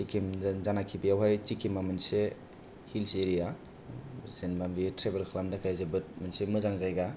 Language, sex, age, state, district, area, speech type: Bodo, male, 18-30, Assam, Kokrajhar, rural, spontaneous